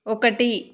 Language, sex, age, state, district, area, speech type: Telugu, female, 30-45, Telangana, Peddapalli, rural, read